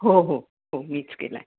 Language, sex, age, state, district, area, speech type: Marathi, female, 60+, Maharashtra, Thane, urban, conversation